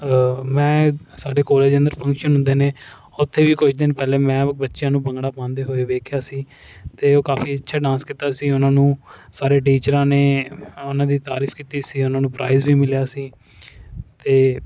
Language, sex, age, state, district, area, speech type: Punjabi, male, 18-30, Punjab, Fazilka, rural, spontaneous